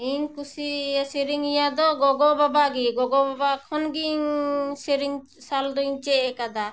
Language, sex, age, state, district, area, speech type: Santali, female, 45-60, Jharkhand, Bokaro, rural, spontaneous